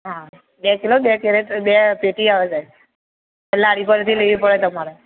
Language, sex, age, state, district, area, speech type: Gujarati, male, 18-30, Gujarat, Aravalli, urban, conversation